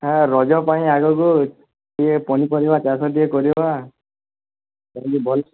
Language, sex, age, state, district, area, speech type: Odia, male, 18-30, Odisha, Boudh, rural, conversation